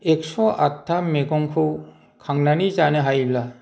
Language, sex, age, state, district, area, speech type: Bodo, male, 45-60, Assam, Kokrajhar, rural, spontaneous